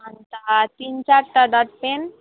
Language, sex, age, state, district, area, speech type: Nepali, female, 18-30, West Bengal, Alipurduar, urban, conversation